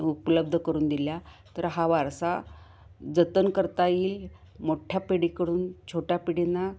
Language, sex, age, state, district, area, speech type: Marathi, female, 60+, Maharashtra, Kolhapur, urban, spontaneous